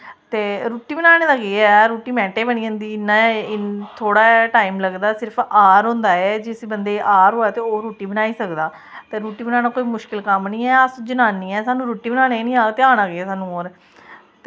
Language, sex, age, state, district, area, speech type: Dogri, female, 30-45, Jammu and Kashmir, Samba, rural, spontaneous